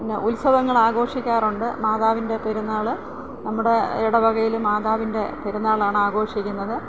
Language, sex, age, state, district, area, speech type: Malayalam, female, 60+, Kerala, Thiruvananthapuram, rural, spontaneous